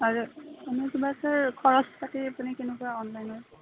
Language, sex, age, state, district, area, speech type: Assamese, female, 18-30, Assam, Udalguri, rural, conversation